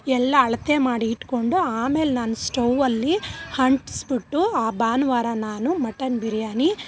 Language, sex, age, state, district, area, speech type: Kannada, female, 30-45, Karnataka, Bangalore Urban, urban, spontaneous